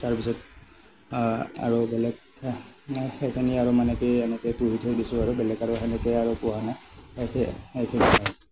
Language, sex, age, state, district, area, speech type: Assamese, male, 45-60, Assam, Morigaon, rural, spontaneous